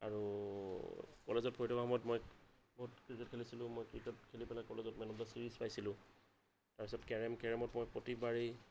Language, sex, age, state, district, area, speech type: Assamese, male, 30-45, Assam, Darrang, rural, spontaneous